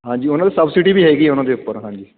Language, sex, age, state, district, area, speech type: Punjabi, male, 45-60, Punjab, Fatehgarh Sahib, rural, conversation